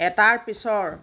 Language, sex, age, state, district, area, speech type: Assamese, female, 18-30, Assam, Nagaon, rural, read